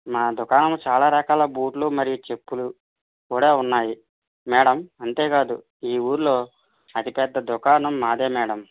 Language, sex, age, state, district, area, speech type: Telugu, male, 45-60, Andhra Pradesh, East Godavari, rural, conversation